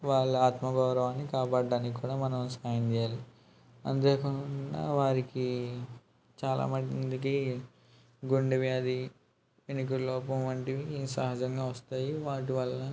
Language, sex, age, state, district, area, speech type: Telugu, male, 60+, Andhra Pradesh, East Godavari, rural, spontaneous